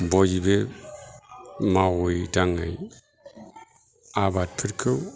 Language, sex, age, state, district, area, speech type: Bodo, male, 60+, Assam, Kokrajhar, rural, spontaneous